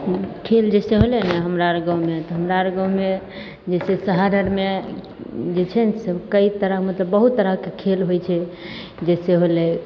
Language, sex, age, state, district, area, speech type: Maithili, female, 18-30, Bihar, Begusarai, rural, spontaneous